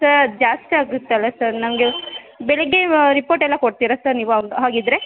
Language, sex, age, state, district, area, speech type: Kannada, female, 18-30, Karnataka, Chamarajanagar, rural, conversation